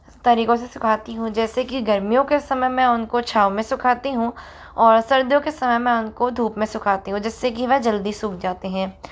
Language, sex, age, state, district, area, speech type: Hindi, female, 18-30, Rajasthan, Jodhpur, urban, spontaneous